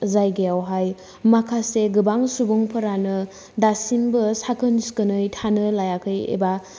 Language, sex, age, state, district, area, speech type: Bodo, female, 18-30, Assam, Kokrajhar, rural, spontaneous